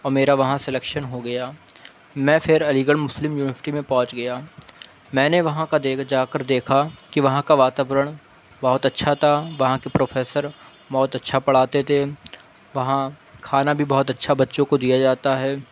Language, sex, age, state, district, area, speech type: Urdu, male, 18-30, Uttar Pradesh, Shahjahanpur, rural, spontaneous